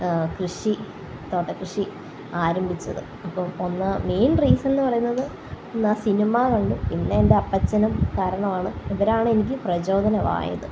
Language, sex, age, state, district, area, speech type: Malayalam, female, 18-30, Kerala, Kottayam, rural, spontaneous